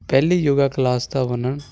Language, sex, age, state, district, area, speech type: Punjabi, male, 18-30, Punjab, Hoshiarpur, urban, spontaneous